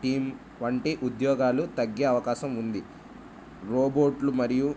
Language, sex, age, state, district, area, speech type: Telugu, male, 18-30, Telangana, Jayashankar, urban, spontaneous